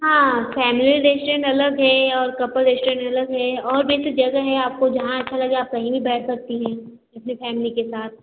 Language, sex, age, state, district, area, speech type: Hindi, female, 18-30, Uttar Pradesh, Azamgarh, urban, conversation